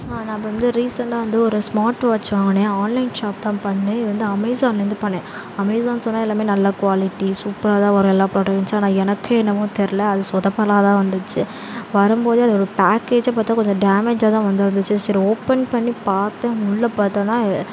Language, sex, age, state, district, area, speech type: Tamil, female, 18-30, Tamil Nadu, Sivaganga, rural, spontaneous